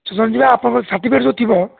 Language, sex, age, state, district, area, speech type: Odia, male, 60+, Odisha, Jharsuguda, rural, conversation